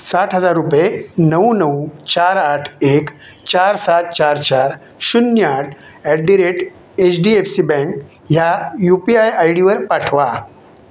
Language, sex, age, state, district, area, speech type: Marathi, male, 45-60, Maharashtra, Raigad, rural, read